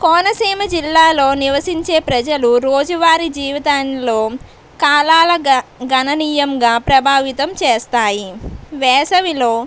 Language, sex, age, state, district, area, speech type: Telugu, female, 18-30, Andhra Pradesh, Konaseema, urban, spontaneous